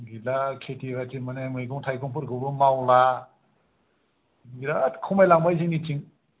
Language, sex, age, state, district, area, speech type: Bodo, male, 45-60, Assam, Kokrajhar, rural, conversation